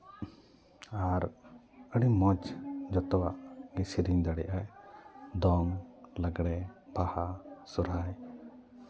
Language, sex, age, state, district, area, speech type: Santali, male, 30-45, West Bengal, Purba Bardhaman, rural, spontaneous